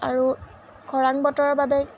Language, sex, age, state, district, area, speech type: Assamese, female, 18-30, Assam, Jorhat, urban, spontaneous